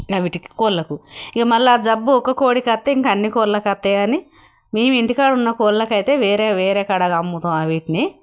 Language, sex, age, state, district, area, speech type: Telugu, female, 60+, Telangana, Jagtial, rural, spontaneous